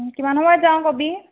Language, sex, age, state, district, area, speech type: Assamese, female, 18-30, Assam, Jorhat, urban, conversation